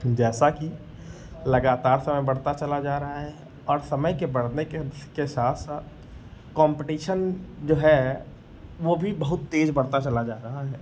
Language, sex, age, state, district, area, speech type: Hindi, male, 45-60, Uttar Pradesh, Lucknow, rural, spontaneous